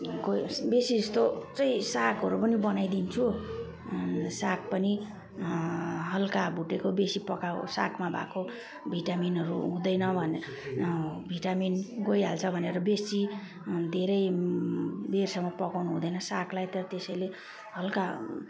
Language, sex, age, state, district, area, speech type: Nepali, female, 45-60, West Bengal, Jalpaiguri, urban, spontaneous